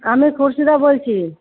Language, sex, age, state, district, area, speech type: Bengali, female, 45-60, West Bengal, Purba Bardhaman, urban, conversation